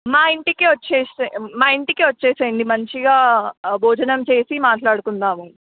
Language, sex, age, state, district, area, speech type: Telugu, female, 18-30, Telangana, Hyderabad, urban, conversation